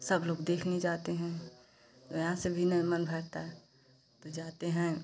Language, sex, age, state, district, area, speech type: Hindi, female, 45-60, Uttar Pradesh, Pratapgarh, rural, spontaneous